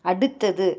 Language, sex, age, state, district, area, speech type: Tamil, female, 18-30, Tamil Nadu, Kanchipuram, urban, read